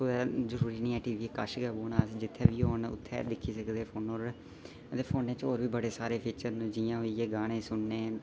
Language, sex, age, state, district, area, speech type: Dogri, male, 18-30, Jammu and Kashmir, Udhampur, rural, spontaneous